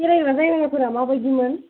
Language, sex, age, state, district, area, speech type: Bodo, female, 18-30, Assam, Kokrajhar, rural, conversation